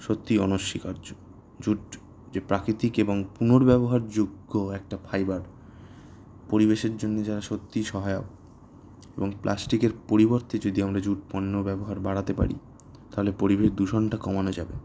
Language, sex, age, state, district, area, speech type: Bengali, male, 18-30, West Bengal, Kolkata, urban, spontaneous